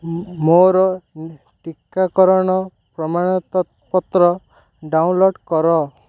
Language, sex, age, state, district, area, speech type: Odia, male, 30-45, Odisha, Ganjam, urban, read